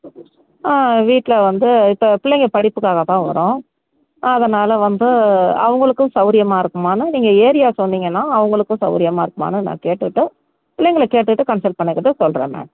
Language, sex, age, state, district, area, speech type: Tamil, female, 60+, Tamil Nadu, Tenkasi, urban, conversation